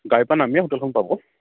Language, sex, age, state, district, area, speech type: Assamese, male, 30-45, Assam, Charaideo, rural, conversation